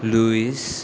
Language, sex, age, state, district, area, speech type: Goan Konkani, male, 18-30, Goa, Murmgao, rural, spontaneous